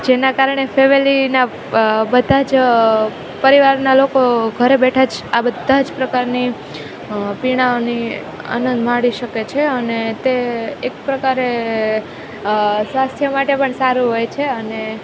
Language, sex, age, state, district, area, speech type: Gujarati, female, 18-30, Gujarat, Junagadh, rural, spontaneous